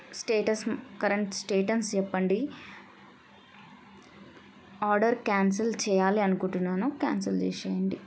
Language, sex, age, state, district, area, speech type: Telugu, female, 18-30, Telangana, Siddipet, urban, spontaneous